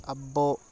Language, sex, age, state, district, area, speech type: Telugu, male, 18-30, Telangana, Vikarabad, urban, read